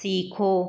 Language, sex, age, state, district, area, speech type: Hindi, female, 30-45, Rajasthan, Jaipur, urban, read